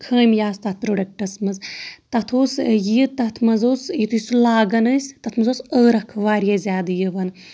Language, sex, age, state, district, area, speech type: Kashmiri, female, 30-45, Jammu and Kashmir, Shopian, urban, spontaneous